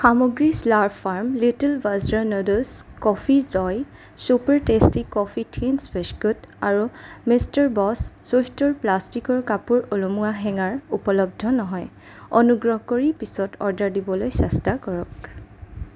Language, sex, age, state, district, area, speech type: Assamese, female, 30-45, Assam, Darrang, rural, read